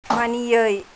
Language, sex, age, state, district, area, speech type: Bodo, female, 30-45, Assam, Chirang, rural, read